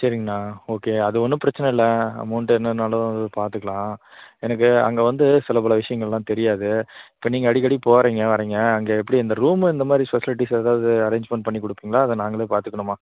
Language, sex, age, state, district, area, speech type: Tamil, male, 30-45, Tamil Nadu, Namakkal, rural, conversation